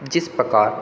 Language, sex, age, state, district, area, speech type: Hindi, male, 30-45, Madhya Pradesh, Hoshangabad, rural, spontaneous